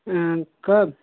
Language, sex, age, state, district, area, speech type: Hindi, male, 18-30, Uttar Pradesh, Mau, rural, conversation